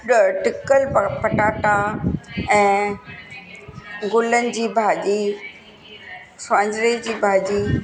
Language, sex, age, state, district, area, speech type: Sindhi, female, 60+, Uttar Pradesh, Lucknow, rural, spontaneous